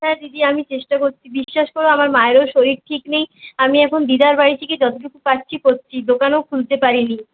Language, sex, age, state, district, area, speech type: Bengali, female, 30-45, West Bengal, Purulia, rural, conversation